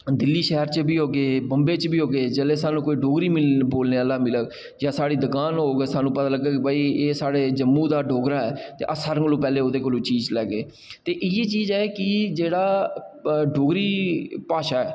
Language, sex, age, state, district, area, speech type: Dogri, male, 30-45, Jammu and Kashmir, Jammu, rural, spontaneous